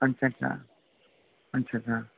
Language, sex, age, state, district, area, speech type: Dogri, male, 18-30, Jammu and Kashmir, Udhampur, urban, conversation